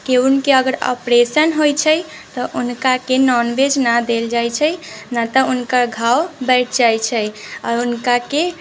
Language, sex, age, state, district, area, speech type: Maithili, female, 18-30, Bihar, Muzaffarpur, rural, spontaneous